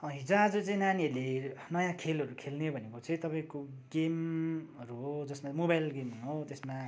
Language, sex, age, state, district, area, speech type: Nepali, male, 30-45, West Bengal, Darjeeling, rural, spontaneous